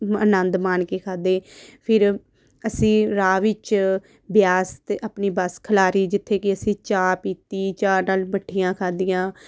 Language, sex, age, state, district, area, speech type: Punjabi, female, 30-45, Punjab, Amritsar, urban, spontaneous